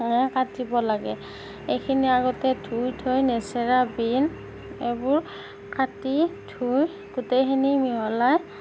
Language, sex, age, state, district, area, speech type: Assamese, female, 18-30, Assam, Darrang, rural, spontaneous